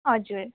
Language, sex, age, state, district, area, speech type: Nepali, female, 18-30, West Bengal, Darjeeling, rural, conversation